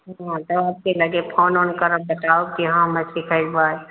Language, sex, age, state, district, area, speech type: Hindi, female, 60+, Uttar Pradesh, Ayodhya, rural, conversation